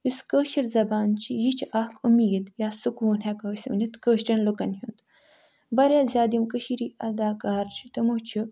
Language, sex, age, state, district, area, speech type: Kashmiri, female, 60+, Jammu and Kashmir, Ganderbal, urban, spontaneous